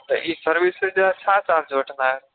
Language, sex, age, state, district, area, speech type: Sindhi, male, 30-45, Gujarat, Kutch, urban, conversation